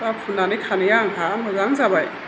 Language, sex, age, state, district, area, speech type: Bodo, female, 45-60, Assam, Chirang, urban, spontaneous